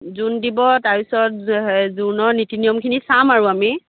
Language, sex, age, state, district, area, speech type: Assamese, female, 30-45, Assam, Biswanath, rural, conversation